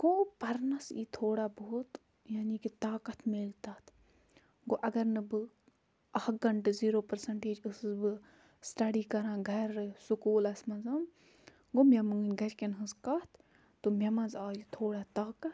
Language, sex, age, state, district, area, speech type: Kashmiri, female, 45-60, Jammu and Kashmir, Budgam, rural, spontaneous